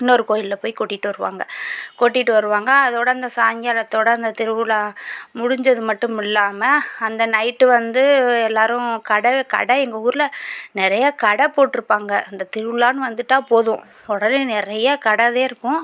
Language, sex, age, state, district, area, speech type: Tamil, female, 30-45, Tamil Nadu, Pudukkottai, rural, spontaneous